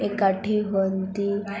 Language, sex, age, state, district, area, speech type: Odia, female, 18-30, Odisha, Subarnapur, rural, spontaneous